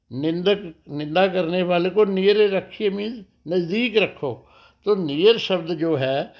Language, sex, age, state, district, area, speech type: Punjabi, male, 60+, Punjab, Rupnagar, urban, spontaneous